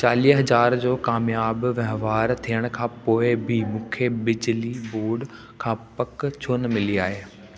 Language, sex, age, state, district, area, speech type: Sindhi, male, 18-30, Delhi, South Delhi, urban, read